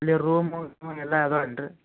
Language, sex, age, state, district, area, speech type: Kannada, male, 18-30, Karnataka, Gadag, urban, conversation